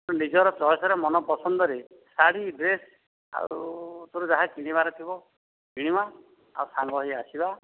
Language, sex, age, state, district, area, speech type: Odia, male, 60+, Odisha, Dhenkanal, rural, conversation